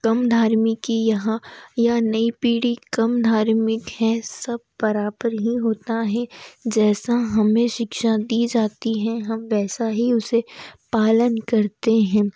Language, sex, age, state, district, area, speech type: Hindi, female, 18-30, Madhya Pradesh, Ujjain, urban, spontaneous